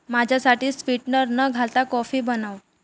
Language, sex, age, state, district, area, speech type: Marathi, female, 18-30, Maharashtra, Wardha, rural, read